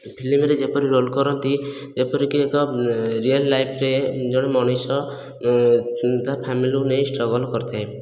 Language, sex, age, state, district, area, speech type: Odia, male, 18-30, Odisha, Khordha, rural, spontaneous